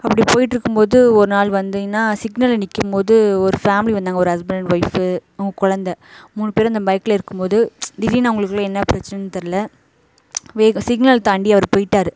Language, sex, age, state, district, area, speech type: Tamil, female, 45-60, Tamil Nadu, Pudukkottai, rural, spontaneous